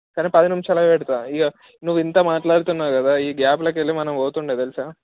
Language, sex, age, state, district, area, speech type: Telugu, male, 18-30, Telangana, Mancherial, rural, conversation